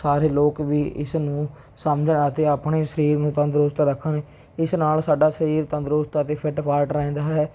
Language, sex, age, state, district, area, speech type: Punjabi, male, 30-45, Punjab, Barnala, rural, spontaneous